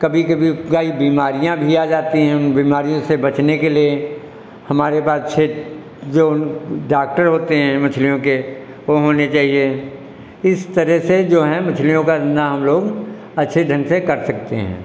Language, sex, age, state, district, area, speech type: Hindi, male, 60+, Uttar Pradesh, Lucknow, rural, spontaneous